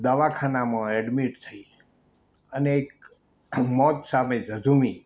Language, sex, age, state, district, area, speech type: Gujarati, male, 60+, Gujarat, Morbi, rural, spontaneous